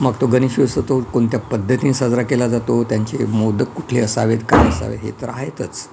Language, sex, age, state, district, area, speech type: Marathi, male, 60+, Maharashtra, Yavatmal, urban, spontaneous